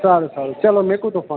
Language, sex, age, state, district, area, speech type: Gujarati, male, 30-45, Gujarat, Narmada, rural, conversation